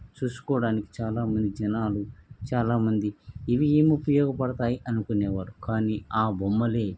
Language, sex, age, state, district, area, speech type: Telugu, male, 45-60, Andhra Pradesh, Krishna, urban, spontaneous